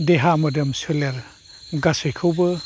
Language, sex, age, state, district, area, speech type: Bodo, male, 45-60, Assam, Chirang, rural, spontaneous